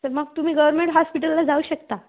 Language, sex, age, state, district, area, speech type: Marathi, female, 18-30, Maharashtra, Akola, rural, conversation